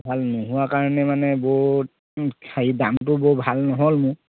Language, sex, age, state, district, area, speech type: Assamese, male, 30-45, Assam, Charaideo, rural, conversation